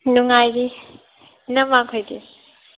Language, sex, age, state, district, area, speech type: Manipuri, female, 18-30, Manipur, Tengnoupal, rural, conversation